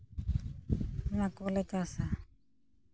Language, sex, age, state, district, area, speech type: Santali, female, 18-30, West Bengal, Purulia, rural, spontaneous